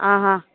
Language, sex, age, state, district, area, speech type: Goan Konkani, female, 45-60, Goa, Murmgao, rural, conversation